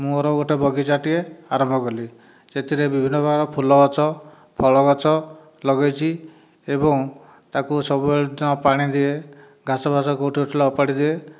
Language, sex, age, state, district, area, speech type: Odia, male, 60+, Odisha, Dhenkanal, rural, spontaneous